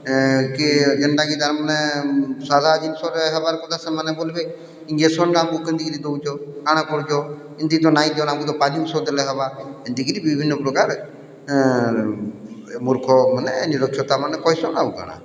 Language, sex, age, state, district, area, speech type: Odia, male, 60+, Odisha, Boudh, rural, spontaneous